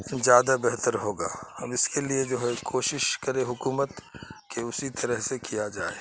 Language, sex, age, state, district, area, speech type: Urdu, male, 60+, Bihar, Khagaria, rural, spontaneous